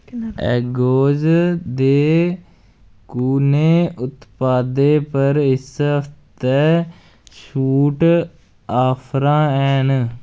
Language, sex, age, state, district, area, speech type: Dogri, male, 18-30, Jammu and Kashmir, Kathua, rural, read